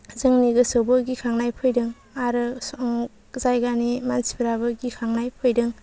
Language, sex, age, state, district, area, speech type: Bodo, female, 30-45, Assam, Baksa, rural, spontaneous